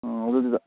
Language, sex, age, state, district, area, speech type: Manipuri, male, 18-30, Manipur, Kakching, rural, conversation